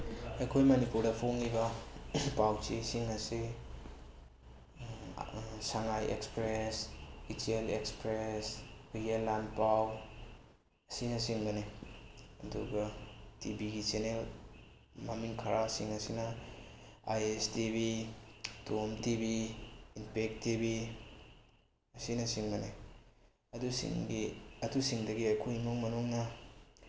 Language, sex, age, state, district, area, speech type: Manipuri, male, 18-30, Manipur, Bishnupur, rural, spontaneous